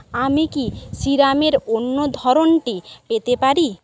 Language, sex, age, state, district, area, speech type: Bengali, female, 18-30, West Bengal, Jhargram, rural, read